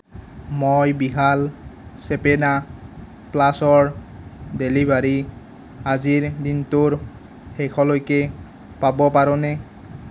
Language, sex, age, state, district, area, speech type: Assamese, male, 18-30, Assam, Nalbari, rural, read